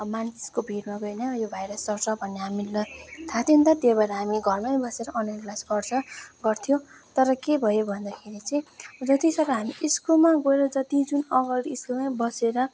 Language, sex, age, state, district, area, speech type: Nepali, female, 18-30, West Bengal, Kalimpong, rural, spontaneous